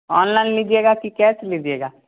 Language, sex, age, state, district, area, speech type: Hindi, male, 18-30, Bihar, Samastipur, rural, conversation